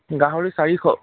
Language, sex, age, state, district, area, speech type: Assamese, male, 30-45, Assam, Biswanath, rural, conversation